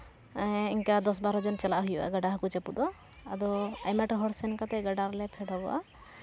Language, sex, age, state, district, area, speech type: Santali, female, 18-30, West Bengal, Uttar Dinajpur, rural, spontaneous